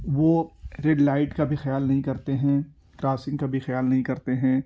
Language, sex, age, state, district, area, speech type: Urdu, male, 18-30, Uttar Pradesh, Ghaziabad, urban, spontaneous